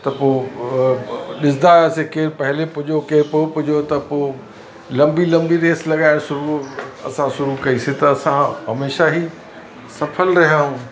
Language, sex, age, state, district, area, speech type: Sindhi, male, 60+, Uttar Pradesh, Lucknow, rural, spontaneous